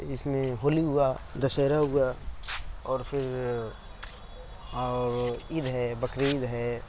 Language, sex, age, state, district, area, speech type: Urdu, male, 30-45, Uttar Pradesh, Mau, urban, spontaneous